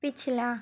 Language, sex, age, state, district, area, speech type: Hindi, female, 30-45, Madhya Pradesh, Bhopal, urban, read